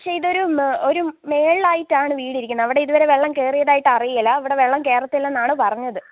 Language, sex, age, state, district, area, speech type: Malayalam, female, 18-30, Kerala, Pathanamthitta, rural, conversation